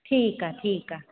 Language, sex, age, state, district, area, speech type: Sindhi, female, 30-45, Gujarat, Surat, urban, conversation